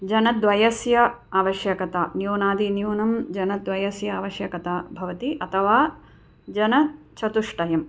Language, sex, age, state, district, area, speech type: Sanskrit, female, 45-60, Tamil Nadu, Chennai, urban, spontaneous